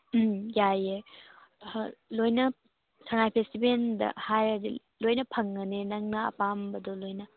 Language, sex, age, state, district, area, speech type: Manipuri, female, 18-30, Manipur, Churachandpur, rural, conversation